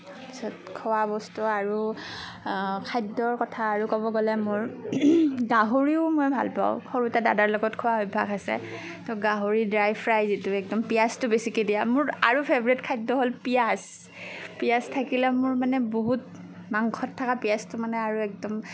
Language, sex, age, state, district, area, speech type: Assamese, female, 30-45, Assam, Darrang, rural, spontaneous